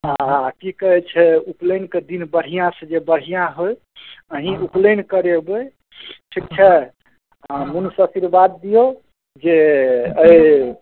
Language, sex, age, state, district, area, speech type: Maithili, male, 30-45, Bihar, Darbhanga, urban, conversation